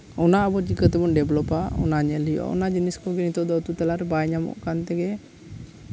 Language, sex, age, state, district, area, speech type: Santali, male, 30-45, Jharkhand, East Singhbhum, rural, spontaneous